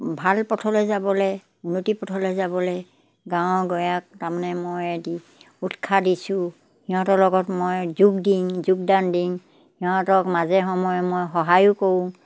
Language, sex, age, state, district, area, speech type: Assamese, female, 60+, Assam, Dibrugarh, rural, spontaneous